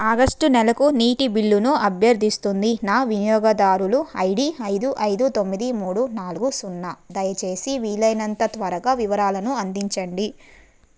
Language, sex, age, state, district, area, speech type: Telugu, female, 30-45, Andhra Pradesh, Nellore, urban, read